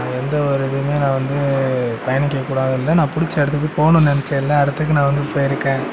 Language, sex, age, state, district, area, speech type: Tamil, male, 30-45, Tamil Nadu, Sivaganga, rural, spontaneous